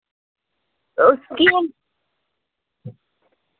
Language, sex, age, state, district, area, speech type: Hindi, female, 18-30, Madhya Pradesh, Seoni, urban, conversation